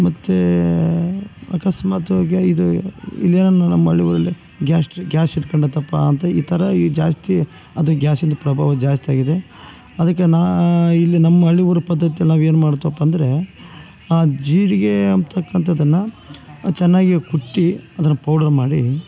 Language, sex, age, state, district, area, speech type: Kannada, male, 45-60, Karnataka, Bellary, rural, spontaneous